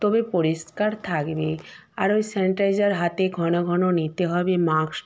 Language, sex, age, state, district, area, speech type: Bengali, female, 45-60, West Bengal, Nadia, rural, spontaneous